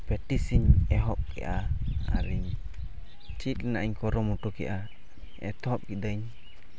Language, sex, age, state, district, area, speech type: Santali, male, 18-30, Jharkhand, Pakur, rural, spontaneous